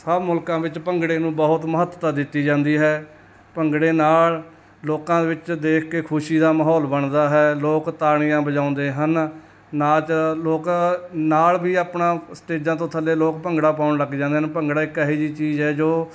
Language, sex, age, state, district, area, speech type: Punjabi, male, 30-45, Punjab, Mansa, urban, spontaneous